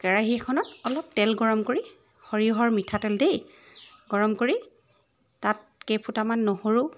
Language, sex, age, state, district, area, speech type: Assamese, female, 30-45, Assam, Charaideo, urban, spontaneous